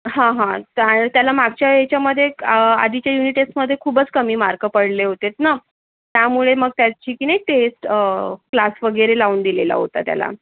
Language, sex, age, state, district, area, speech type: Marathi, female, 18-30, Maharashtra, Yavatmal, urban, conversation